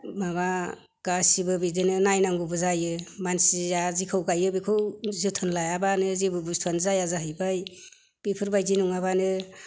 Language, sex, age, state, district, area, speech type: Bodo, female, 45-60, Assam, Chirang, rural, spontaneous